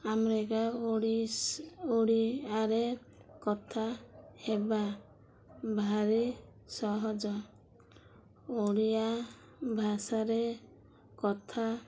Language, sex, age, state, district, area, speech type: Odia, female, 45-60, Odisha, Koraput, urban, spontaneous